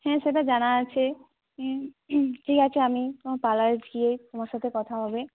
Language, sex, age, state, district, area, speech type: Bengali, female, 18-30, West Bengal, Jhargram, rural, conversation